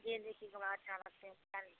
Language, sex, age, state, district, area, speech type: Maithili, female, 18-30, Bihar, Purnia, rural, conversation